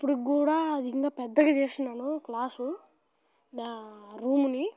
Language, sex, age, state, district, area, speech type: Telugu, male, 18-30, Telangana, Nalgonda, rural, spontaneous